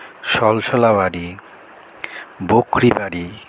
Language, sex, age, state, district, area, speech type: Bengali, male, 30-45, West Bengal, Alipurduar, rural, spontaneous